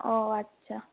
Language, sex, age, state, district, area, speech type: Bengali, female, 30-45, West Bengal, Purulia, urban, conversation